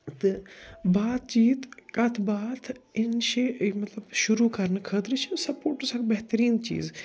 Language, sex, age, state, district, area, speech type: Kashmiri, male, 18-30, Jammu and Kashmir, Srinagar, urban, spontaneous